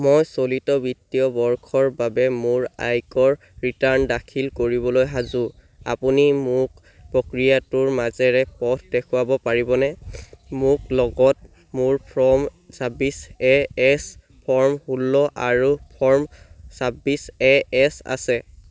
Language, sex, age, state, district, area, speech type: Assamese, male, 18-30, Assam, Sivasagar, rural, read